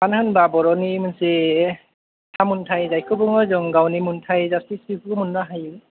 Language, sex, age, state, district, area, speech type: Bodo, male, 30-45, Assam, Kokrajhar, urban, conversation